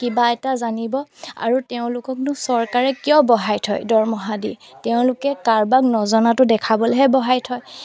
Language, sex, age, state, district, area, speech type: Assamese, female, 30-45, Assam, Golaghat, rural, spontaneous